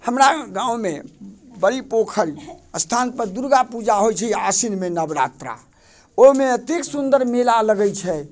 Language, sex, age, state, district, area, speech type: Maithili, male, 60+, Bihar, Muzaffarpur, rural, spontaneous